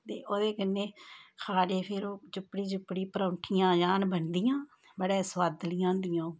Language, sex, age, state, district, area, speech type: Dogri, female, 30-45, Jammu and Kashmir, Samba, rural, spontaneous